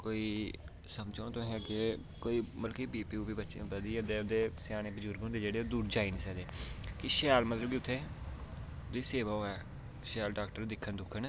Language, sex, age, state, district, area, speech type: Dogri, male, 18-30, Jammu and Kashmir, Samba, rural, spontaneous